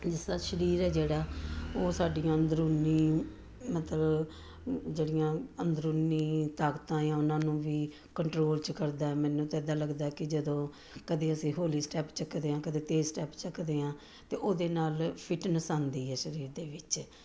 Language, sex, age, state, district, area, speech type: Punjabi, female, 45-60, Punjab, Jalandhar, urban, spontaneous